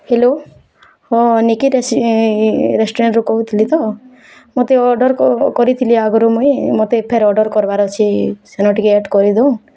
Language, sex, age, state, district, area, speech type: Odia, female, 18-30, Odisha, Bargarh, rural, spontaneous